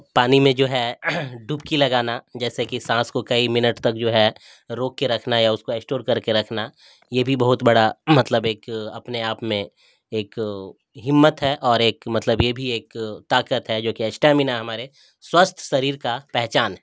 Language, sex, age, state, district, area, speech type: Urdu, male, 60+, Bihar, Darbhanga, rural, spontaneous